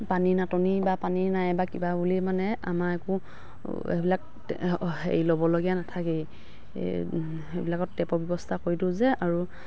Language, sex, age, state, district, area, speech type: Assamese, female, 45-60, Assam, Dhemaji, urban, spontaneous